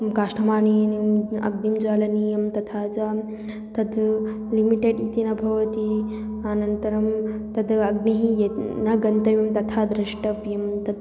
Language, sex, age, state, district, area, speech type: Sanskrit, female, 18-30, Karnataka, Chitradurga, rural, spontaneous